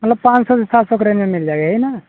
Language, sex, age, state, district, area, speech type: Hindi, male, 18-30, Uttar Pradesh, Azamgarh, rural, conversation